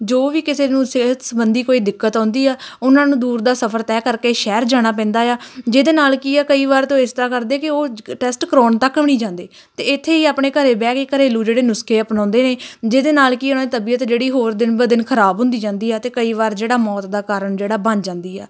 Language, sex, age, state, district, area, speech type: Punjabi, female, 18-30, Punjab, Tarn Taran, rural, spontaneous